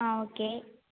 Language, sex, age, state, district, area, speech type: Tamil, female, 18-30, Tamil Nadu, Thanjavur, rural, conversation